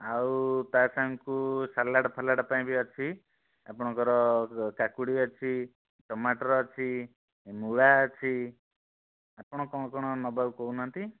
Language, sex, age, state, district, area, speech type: Odia, male, 30-45, Odisha, Bhadrak, rural, conversation